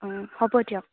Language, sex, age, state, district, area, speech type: Assamese, female, 18-30, Assam, Kamrup Metropolitan, rural, conversation